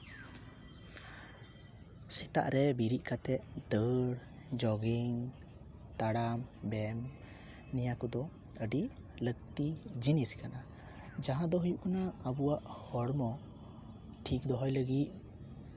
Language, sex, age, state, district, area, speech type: Santali, male, 18-30, West Bengal, Uttar Dinajpur, rural, spontaneous